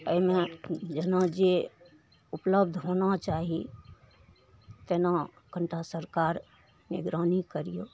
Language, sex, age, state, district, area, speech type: Maithili, female, 60+, Bihar, Araria, rural, spontaneous